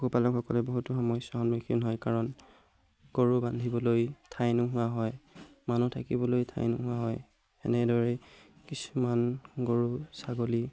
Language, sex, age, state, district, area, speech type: Assamese, male, 18-30, Assam, Golaghat, rural, spontaneous